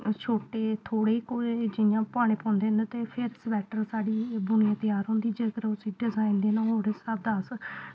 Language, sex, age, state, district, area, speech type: Dogri, female, 18-30, Jammu and Kashmir, Samba, rural, spontaneous